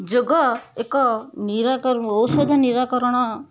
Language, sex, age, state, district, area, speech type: Odia, female, 60+, Odisha, Kendujhar, urban, spontaneous